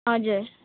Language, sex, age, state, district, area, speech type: Nepali, female, 18-30, West Bengal, Jalpaiguri, urban, conversation